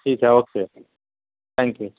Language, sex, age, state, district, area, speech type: Urdu, female, 18-30, Bihar, Gaya, urban, conversation